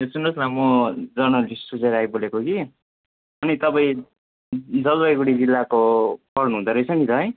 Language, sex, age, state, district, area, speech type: Nepali, male, 30-45, West Bengal, Jalpaiguri, rural, conversation